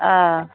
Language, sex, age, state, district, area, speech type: Assamese, female, 60+, Assam, Goalpara, rural, conversation